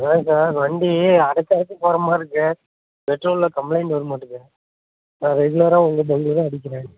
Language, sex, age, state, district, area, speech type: Tamil, male, 45-60, Tamil Nadu, Madurai, urban, conversation